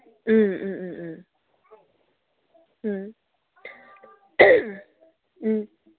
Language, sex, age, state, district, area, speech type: Manipuri, female, 45-60, Manipur, Kangpokpi, rural, conversation